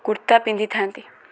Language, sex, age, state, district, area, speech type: Odia, female, 18-30, Odisha, Bhadrak, rural, spontaneous